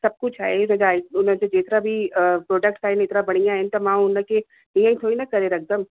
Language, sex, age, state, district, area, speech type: Sindhi, female, 30-45, Uttar Pradesh, Lucknow, urban, conversation